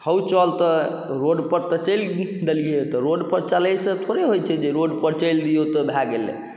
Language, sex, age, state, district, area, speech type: Maithili, male, 18-30, Bihar, Saharsa, rural, spontaneous